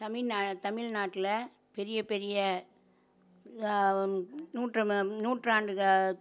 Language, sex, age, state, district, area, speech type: Tamil, female, 45-60, Tamil Nadu, Madurai, urban, spontaneous